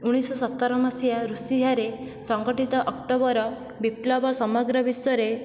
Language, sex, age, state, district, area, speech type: Odia, female, 18-30, Odisha, Nayagarh, rural, spontaneous